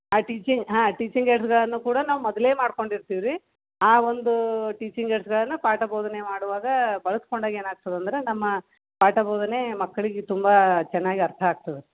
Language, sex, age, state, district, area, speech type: Kannada, female, 30-45, Karnataka, Gulbarga, urban, conversation